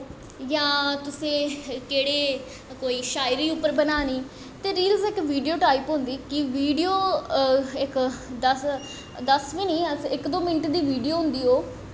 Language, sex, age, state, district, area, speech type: Dogri, female, 18-30, Jammu and Kashmir, Jammu, urban, spontaneous